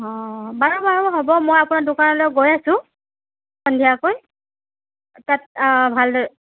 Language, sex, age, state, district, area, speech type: Assamese, female, 30-45, Assam, Nagaon, rural, conversation